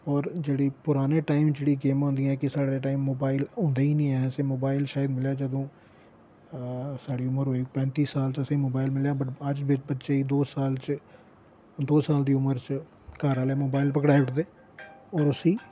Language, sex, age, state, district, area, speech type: Dogri, male, 45-60, Jammu and Kashmir, Reasi, urban, spontaneous